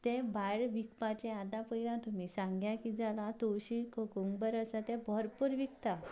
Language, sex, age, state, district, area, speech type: Goan Konkani, female, 18-30, Goa, Canacona, rural, spontaneous